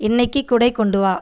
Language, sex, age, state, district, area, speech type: Tamil, female, 45-60, Tamil Nadu, Viluppuram, rural, read